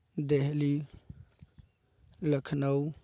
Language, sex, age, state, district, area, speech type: Urdu, male, 30-45, Bihar, East Champaran, urban, spontaneous